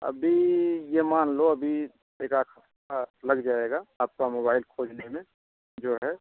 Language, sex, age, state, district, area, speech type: Hindi, male, 30-45, Uttar Pradesh, Bhadohi, rural, conversation